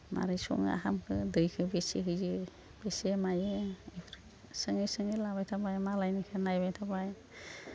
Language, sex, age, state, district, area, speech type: Bodo, female, 45-60, Assam, Udalguri, rural, spontaneous